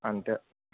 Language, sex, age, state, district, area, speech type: Telugu, male, 18-30, Andhra Pradesh, Eluru, rural, conversation